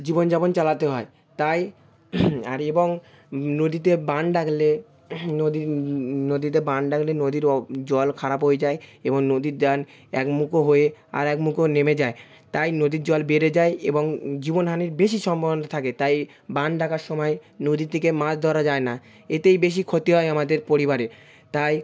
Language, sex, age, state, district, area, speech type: Bengali, male, 18-30, West Bengal, South 24 Parganas, rural, spontaneous